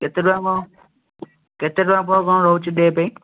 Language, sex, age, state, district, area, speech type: Odia, male, 18-30, Odisha, Puri, urban, conversation